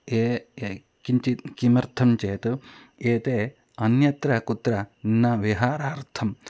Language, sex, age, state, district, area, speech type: Sanskrit, male, 45-60, Karnataka, Shimoga, rural, spontaneous